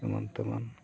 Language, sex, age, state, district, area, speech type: Santali, male, 45-60, Odisha, Mayurbhanj, rural, spontaneous